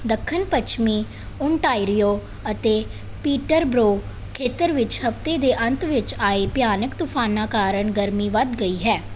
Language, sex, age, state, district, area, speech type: Punjabi, female, 18-30, Punjab, Mansa, urban, read